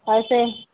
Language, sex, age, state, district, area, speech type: Hindi, female, 45-60, Uttar Pradesh, Ayodhya, rural, conversation